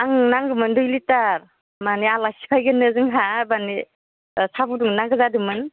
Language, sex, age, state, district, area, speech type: Bodo, female, 18-30, Assam, Udalguri, rural, conversation